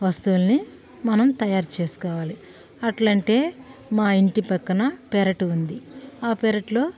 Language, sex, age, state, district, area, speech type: Telugu, female, 60+, Andhra Pradesh, Sri Balaji, urban, spontaneous